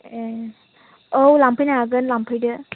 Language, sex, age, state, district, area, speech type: Bodo, female, 45-60, Assam, Chirang, rural, conversation